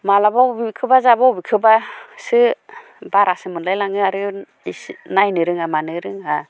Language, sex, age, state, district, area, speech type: Bodo, female, 45-60, Assam, Baksa, rural, spontaneous